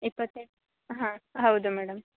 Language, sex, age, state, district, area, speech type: Kannada, female, 30-45, Karnataka, Uttara Kannada, rural, conversation